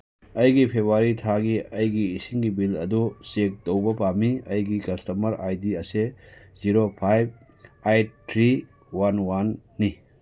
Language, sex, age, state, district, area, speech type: Manipuri, male, 60+, Manipur, Churachandpur, urban, read